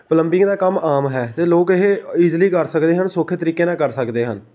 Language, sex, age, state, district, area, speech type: Punjabi, male, 18-30, Punjab, Patiala, rural, spontaneous